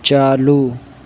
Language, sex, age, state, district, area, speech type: Urdu, male, 60+, Uttar Pradesh, Shahjahanpur, rural, read